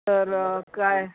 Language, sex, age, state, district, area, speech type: Marathi, female, 60+, Maharashtra, Mumbai Suburban, urban, conversation